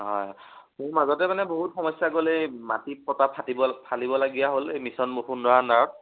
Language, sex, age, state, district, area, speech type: Assamese, male, 18-30, Assam, Majuli, rural, conversation